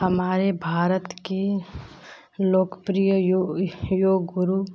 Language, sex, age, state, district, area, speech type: Hindi, female, 30-45, Uttar Pradesh, Ghazipur, rural, spontaneous